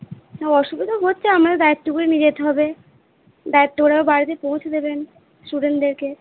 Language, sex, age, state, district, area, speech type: Bengali, female, 18-30, West Bengal, Purba Bardhaman, urban, conversation